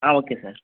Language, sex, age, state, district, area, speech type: Tamil, male, 18-30, Tamil Nadu, Thanjavur, rural, conversation